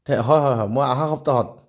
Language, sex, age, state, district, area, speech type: Assamese, male, 30-45, Assam, Nagaon, rural, spontaneous